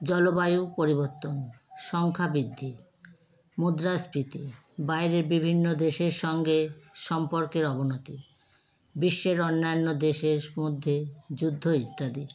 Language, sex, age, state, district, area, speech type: Bengali, female, 30-45, West Bengal, Howrah, urban, spontaneous